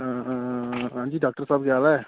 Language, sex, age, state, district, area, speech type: Dogri, male, 18-30, Jammu and Kashmir, Udhampur, rural, conversation